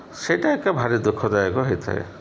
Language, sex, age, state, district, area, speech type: Odia, male, 30-45, Odisha, Subarnapur, urban, spontaneous